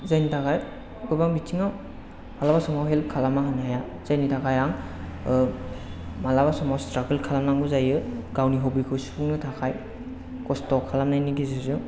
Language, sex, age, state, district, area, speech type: Bodo, male, 18-30, Assam, Chirang, rural, spontaneous